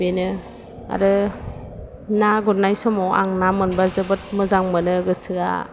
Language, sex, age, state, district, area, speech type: Bodo, female, 30-45, Assam, Chirang, urban, spontaneous